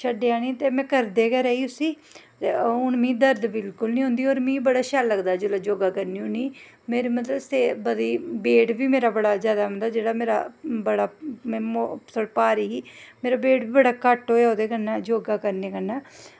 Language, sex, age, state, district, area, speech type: Dogri, female, 30-45, Jammu and Kashmir, Jammu, rural, spontaneous